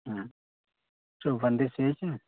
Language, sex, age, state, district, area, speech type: Maithili, male, 60+, Bihar, Sitamarhi, rural, conversation